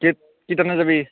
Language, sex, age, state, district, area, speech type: Assamese, male, 30-45, Assam, Barpeta, rural, conversation